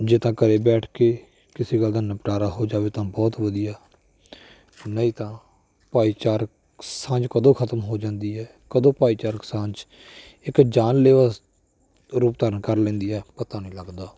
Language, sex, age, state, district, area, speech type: Punjabi, male, 30-45, Punjab, Firozpur, rural, spontaneous